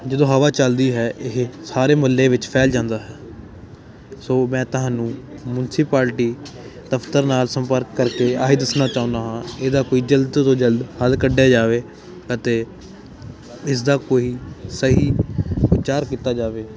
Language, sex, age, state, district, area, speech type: Punjabi, male, 18-30, Punjab, Ludhiana, urban, spontaneous